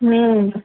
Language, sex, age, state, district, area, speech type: Bengali, female, 18-30, West Bengal, Kolkata, urban, conversation